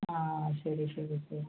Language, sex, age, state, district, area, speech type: Malayalam, female, 45-60, Kerala, Kottayam, rural, conversation